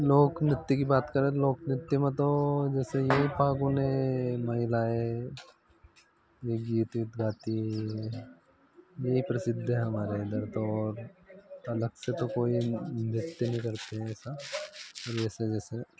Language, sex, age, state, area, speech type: Hindi, male, 30-45, Madhya Pradesh, rural, spontaneous